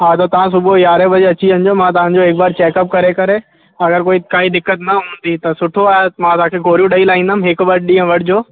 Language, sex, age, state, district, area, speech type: Sindhi, male, 18-30, Rajasthan, Ajmer, urban, conversation